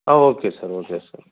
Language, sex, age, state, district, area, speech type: Tamil, male, 45-60, Tamil Nadu, Dharmapuri, rural, conversation